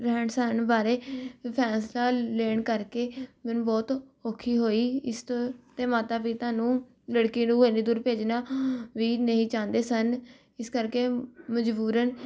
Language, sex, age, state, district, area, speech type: Punjabi, female, 18-30, Punjab, Rupnagar, urban, spontaneous